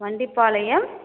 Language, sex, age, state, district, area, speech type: Tamil, female, 45-60, Tamil Nadu, Cuddalore, rural, conversation